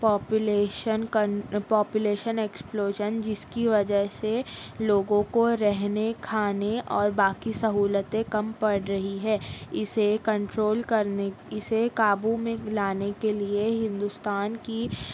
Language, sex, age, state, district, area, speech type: Urdu, female, 18-30, Maharashtra, Nashik, urban, spontaneous